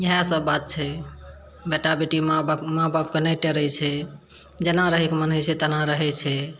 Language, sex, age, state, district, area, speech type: Maithili, female, 60+, Bihar, Madhepura, urban, spontaneous